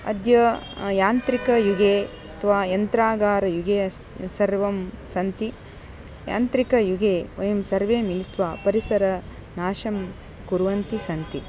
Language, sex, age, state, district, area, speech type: Sanskrit, female, 45-60, Karnataka, Dharwad, urban, spontaneous